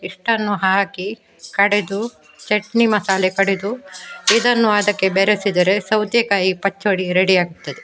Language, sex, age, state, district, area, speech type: Kannada, female, 60+, Karnataka, Udupi, rural, spontaneous